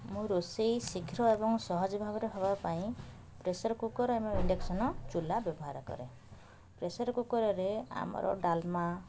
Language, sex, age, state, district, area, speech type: Odia, female, 45-60, Odisha, Puri, urban, spontaneous